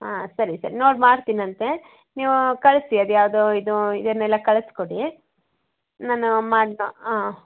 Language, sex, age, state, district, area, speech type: Kannada, female, 45-60, Karnataka, Hassan, urban, conversation